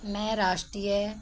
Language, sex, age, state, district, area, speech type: Hindi, female, 45-60, Madhya Pradesh, Narsinghpur, rural, read